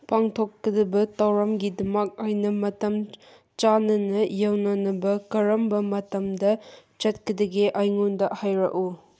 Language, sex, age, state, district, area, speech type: Manipuri, female, 18-30, Manipur, Kangpokpi, urban, read